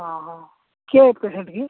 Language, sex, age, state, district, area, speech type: Odia, male, 45-60, Odisha, Nabarangpur, rural, conversation